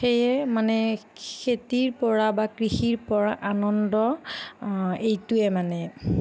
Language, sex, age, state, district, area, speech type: Assamese, female, 45-60, Assam, Nagaon, rural, spontaneous